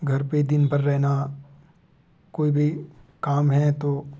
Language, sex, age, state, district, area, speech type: Hindi, male, 18-30, Madhya Pradesh, Betul, rural, spontaneous